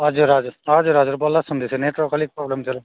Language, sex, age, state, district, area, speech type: Nepali, male, 18-30, West Bengal, Darjeeling, rural, conversation